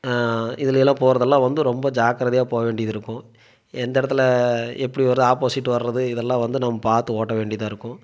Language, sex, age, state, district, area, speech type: Tamil, male, 30-45, Tamil Nadu, Coimbatore, rural, spontaneous